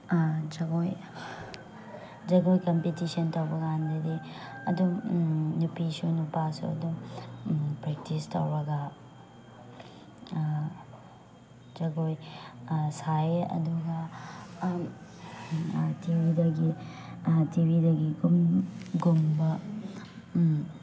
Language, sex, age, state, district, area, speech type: Manipuri, female, 18-30, Manipur, Chandel, rural, spontaneous